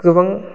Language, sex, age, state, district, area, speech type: Bodo, male, 30-45, Assam, Udalguri, rural, spontaneous